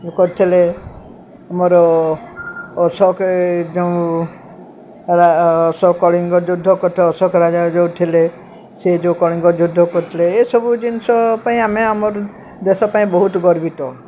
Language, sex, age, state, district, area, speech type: Odia, female, 60+, Odisha, Sundergarh, urban, spontaneous